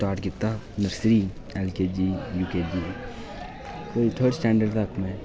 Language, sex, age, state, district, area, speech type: Dogri, male, 18-30, Jammu and Kashmir, Udhampur, urban, spontaneous